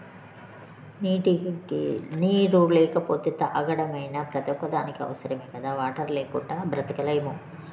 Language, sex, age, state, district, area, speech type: Telugu, female, 30-45, Telangana, Jagtial, rural, spontaneous